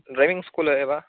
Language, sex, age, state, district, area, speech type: Sanskrit, male, 18-30, Karnataka, Uttara Kannada, rural, conversation